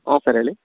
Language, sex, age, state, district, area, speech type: Kannada, male, 60+, Karnataka, Tumkur, rural, conversation